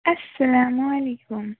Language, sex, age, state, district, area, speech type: Kashmiri, female, 30-45, Jammu and Kashmir, Baramulla, rural, conversation